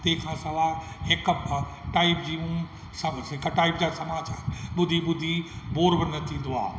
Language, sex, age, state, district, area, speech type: Sindhi, male, 60+, Rajasthan, Ajmer, urban, spontaneous